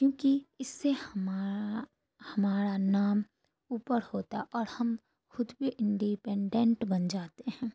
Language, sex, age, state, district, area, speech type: Urdu, female, 18-30, Bihar, Saharsa, rural, spontaneous